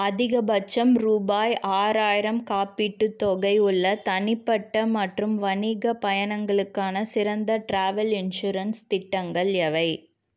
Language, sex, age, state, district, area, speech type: Tamil, female, 30-45, Tamil Nadu, Cuddalore, urban, read